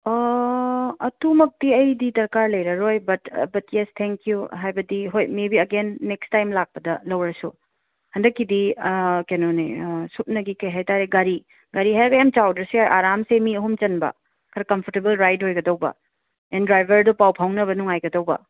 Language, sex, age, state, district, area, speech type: Manipuri, female, 30-45, Manipur, Imphal West, urban, conversation